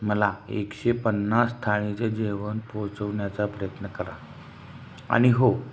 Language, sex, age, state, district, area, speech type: Marathi, male, 30-45, Maharashtra, Satara, rural, spontaneous